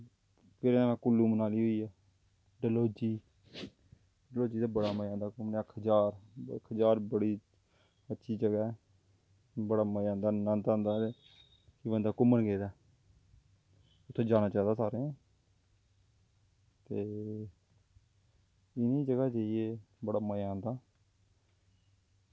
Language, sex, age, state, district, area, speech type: Dogri, male, 30-45, Jammu and Kashmir, Jammu, rural, spontaneous